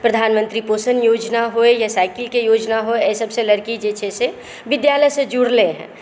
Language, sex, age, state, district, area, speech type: Maithili, female, 45-60, Bihar, Saharsa, urban, spontaneous